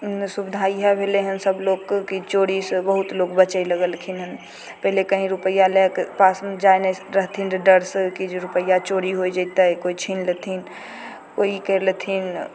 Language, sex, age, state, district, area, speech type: Maithili, female, 18-30, Bihar, Begusarai, urban, spontaneous